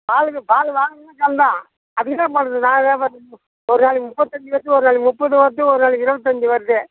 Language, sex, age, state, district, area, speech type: Tamil, male, 60+, Tamil Nadu, Tiruvannamalai, rural, conversation